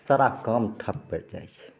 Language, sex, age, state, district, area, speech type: Maithili, male, 30-45, Bihar, Begusarai, urban, spontaneous